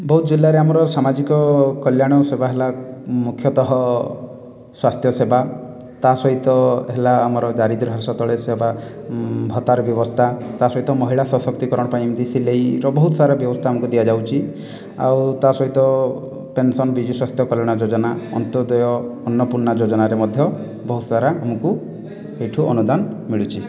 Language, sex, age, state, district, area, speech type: Odia, male, 18-30, Odisha, Boudh, rural, spontaneous